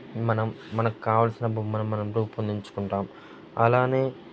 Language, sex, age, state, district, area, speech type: Telugu, male, 18-30, Andhra Pradesh, Nellore, rural, spontaneous